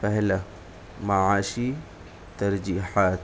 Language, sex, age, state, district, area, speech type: Urdu, male, 18-30, Bihar, Gaya, rural, spontaneous